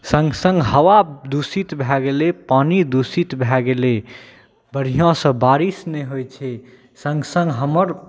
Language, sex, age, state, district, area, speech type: Maithili, male, 18-30, Bihar, Saharsa, rural, spontaneous